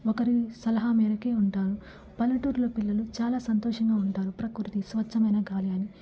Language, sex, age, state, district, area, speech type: Telugu, female, 18-30, Andhra Pradesh, Nellore, rural, spontaneous